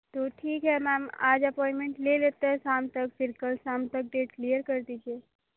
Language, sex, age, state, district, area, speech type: Hindi, female, 18-30, Uttar Pradesh, Sonbhadra, rural, conversation